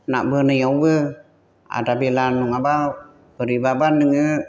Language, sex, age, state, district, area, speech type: Bodo, female, 60+, Assam, Chirang, rural, spontaneous